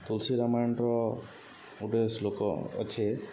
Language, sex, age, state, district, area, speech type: Odia, male, 30-45, Odisha, Subarnapur, urban, spontaneous